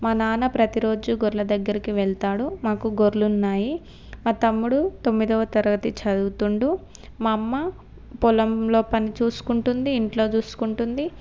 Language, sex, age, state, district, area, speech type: Telugu, female, 18-30, Telangana, Suryapet, urban, spontaneous